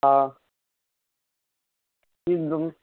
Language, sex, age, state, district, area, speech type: Tamil, male, 18-30, Tamil Nadu, Tiruvannamalai, rural, conversation